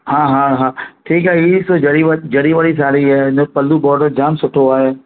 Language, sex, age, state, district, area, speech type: Sindhi, male, 45-60, Maharashtra, Mumbai Suburban, urban, conversation